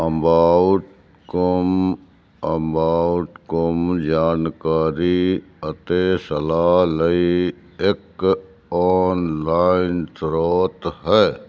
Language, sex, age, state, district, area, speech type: Punjabi, male, 60+, Punjab, Fazilka, rural, read